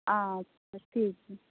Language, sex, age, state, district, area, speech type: Santali, female, 18-30, West Bengal, Malda, rural, conversation